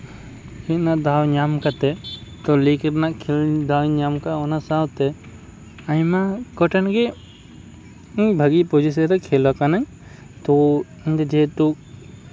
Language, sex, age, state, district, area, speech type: Santali, male, 18-30, West Bengal, Purba Bardhaman, rural, spontaneous